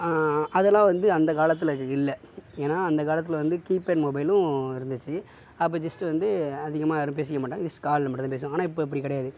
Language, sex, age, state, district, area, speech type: Tamil, male, 60+, Tamil Nadu, Sivaganga, urban, spontaneous